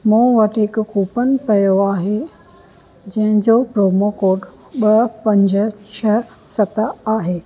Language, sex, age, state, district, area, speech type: Sindhi, female, 45-60, Rajasthan, Ajmer, urban, spontaneous